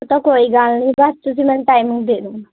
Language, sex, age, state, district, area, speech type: Punjabi, female, 18-30, Punjab, Patiala, urban, conversation